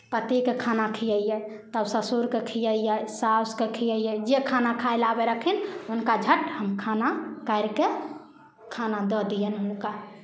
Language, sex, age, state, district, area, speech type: Maithili, female, 18-30, Bihar, Samastipur, rural, spontaneous